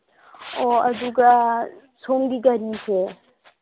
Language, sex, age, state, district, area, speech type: Manipuri, female, 30-45, Manipur, Churachandpur, urban, conversation